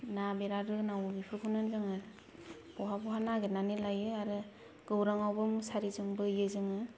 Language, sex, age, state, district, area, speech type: Bodo, female, 18-30, Assam, Kokrajhar, rural, spontaneous